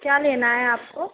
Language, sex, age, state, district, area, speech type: Hindi, female, 18-30, Madhya Pradesh, Jabalpur, urban, conversation